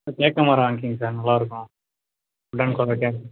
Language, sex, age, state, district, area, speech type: Tamil, male, 18-30, Tamil Nadu, Tiruvannamalai, urban, conversation